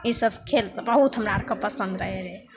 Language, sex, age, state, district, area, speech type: Maithili, female, 18-30, Bihar, Begusarai, urban, spontaneous